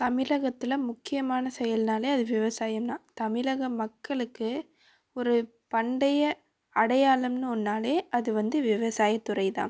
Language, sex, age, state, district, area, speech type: Tamil, female, 18-30, Tamil Nadu, Coimbatore, urban, spontaneous